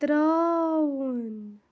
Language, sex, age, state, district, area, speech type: Kashmiri, female, 18-30, Jammu and Kashmir, Shopian, rural, read